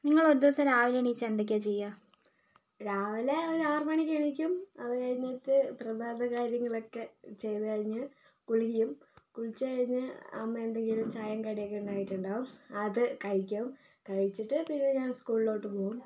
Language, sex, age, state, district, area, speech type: Malayalam, female, 18-30, Kerala, Wayanad, rural, spontaneous